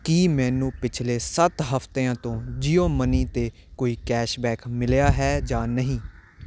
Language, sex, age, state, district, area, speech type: Punjabi, male, 18-30, Punjab, Hoshiarpur, urban, read